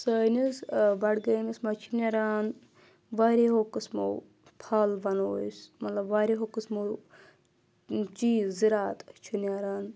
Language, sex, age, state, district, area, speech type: Kashmiri, female, 18-30, Jammu and Kashmir, Budgam, rural, spontaneous